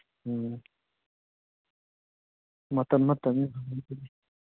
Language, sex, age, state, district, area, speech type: Manipuri, male, 30-45, Manipur, Thoubal, rural, conversation